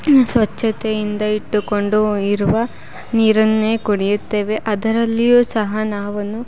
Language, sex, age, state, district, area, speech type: Kannada, female, 18-30, Karnataka, Chitradurga, rural, spontaneous